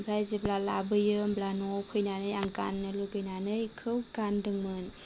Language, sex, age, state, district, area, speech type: Bodo, female, 30-45, Assam, Chirang, rural, spontaneous